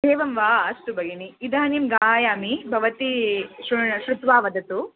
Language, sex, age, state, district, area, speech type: Sanskrit, female, 18-30, Tamil Nadu, Chennai, urban, conversation